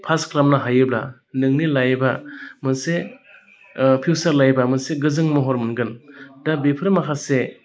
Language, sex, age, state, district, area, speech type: Bodo, male, 30-45, Assam, Udalguri, urban, spontaneous